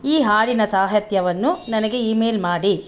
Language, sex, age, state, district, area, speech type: Kannada, female, 45-60, Karnataka, Bangalore Rural, rural, read